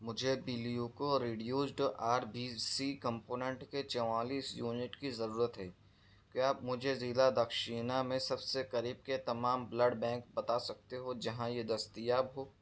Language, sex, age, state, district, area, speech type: Urdu, male, 45-60, Maharashtra, Nashik, urban, read